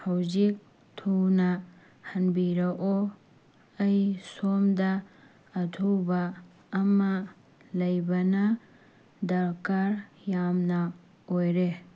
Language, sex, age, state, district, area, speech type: Manipuri, female, 18-30, Manipur, Tengnoupal, urban, spontaneous